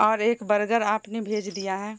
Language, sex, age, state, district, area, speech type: Urdu, female, 30-45, Bihar, Saharsa, rural, spontaneous